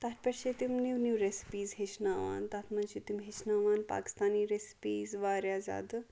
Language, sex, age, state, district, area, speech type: Kashmiri, female, 30-45, Jammu and Kashmir, Ganderbal, rural, spontaneous